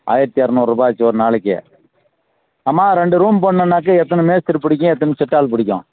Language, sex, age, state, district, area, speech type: Tamil, male, 60+, Tamil Nadu, Krishnagiri, rural, conversation